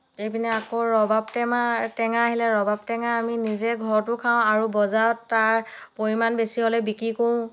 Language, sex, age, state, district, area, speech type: Assamese, female, 30-45, Assam, Dhemaji, rural, spontaneous